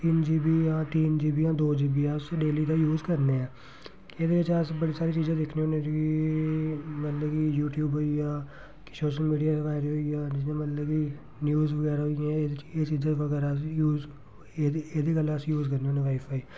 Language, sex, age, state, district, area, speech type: Dogri, male, 30-45, Jammu and Kashmir, Reasi, rural, spontaneous